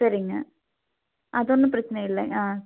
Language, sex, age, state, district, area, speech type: Tamil, female, 30-45, Tamil Nadu, Thoothukudi, rural, conversation